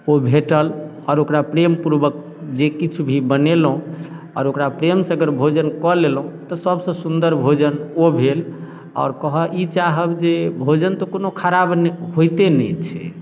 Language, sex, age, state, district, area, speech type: Maithili, male, 30-45, Bihar, Darbhanga, rural, spontaneous